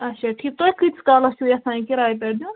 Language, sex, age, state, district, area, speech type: Kashmiri, female, 30-45, Jammu and Kashmir, Budgam, rural, conversation